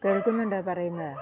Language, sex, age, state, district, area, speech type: Malayalam, female, 60+, Kerala, Wayanad, rural, spontaneous